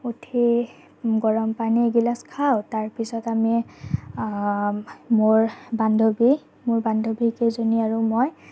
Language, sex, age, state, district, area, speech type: Assamese, female, 45-60, Assam, Morigaon, urban, spontaneous